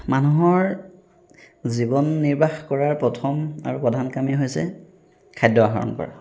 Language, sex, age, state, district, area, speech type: Assamese, male, 30-45, Assam, Golaghat, urban, spontaneous